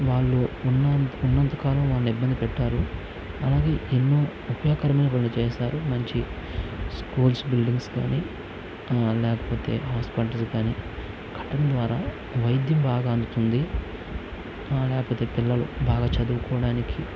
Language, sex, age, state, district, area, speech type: Telugu, male, 18-30, Andhra Pradesh, Krishna, rural, spontaneous